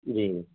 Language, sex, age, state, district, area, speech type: Urdu, male, 18-30, Bihar, Araria, rural, conversation